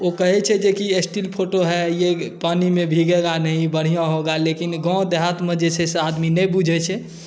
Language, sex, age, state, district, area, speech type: Maithili, male, 30-45, Bihar, Saharsa, rural, spontaneous